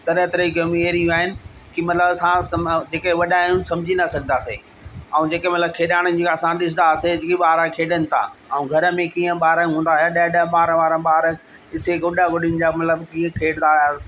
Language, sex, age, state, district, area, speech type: Sindhi, male, 60+, Delhi, South Delhi, urban, spontaneous